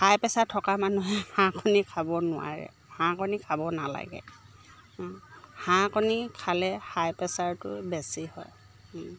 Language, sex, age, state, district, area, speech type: Assamese, female, 30-45, Assam, Dibrugarh, urban, spontaneous